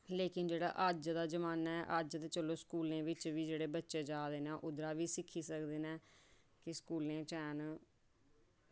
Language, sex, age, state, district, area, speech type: Dogri, female, 30-45, Jammu and Kashmir, Samba, rural, spontaneous